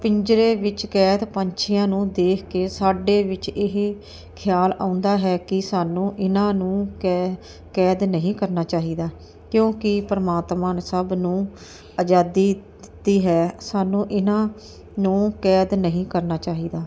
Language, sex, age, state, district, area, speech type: Punjabi, female, 45-60, Punjab, Ludhiana, urban, spontaneous